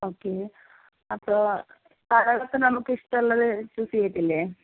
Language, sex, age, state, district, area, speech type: Malayalam, female, 45-60, Kerala, Kozhikode, urban, conversation